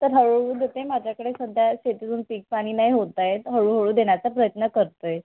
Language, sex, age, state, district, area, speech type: Marathi, female, 18-30, Maharashtra, Thane, urban, conversation